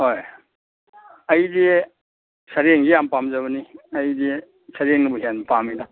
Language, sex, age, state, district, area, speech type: Manipuri, male, 60+, Manipur, Imphal East, rural, conversation